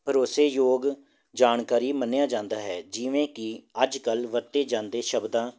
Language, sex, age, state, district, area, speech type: Punjabi, male, 30-45, Punjab, Jalandhar, urban, spontaneous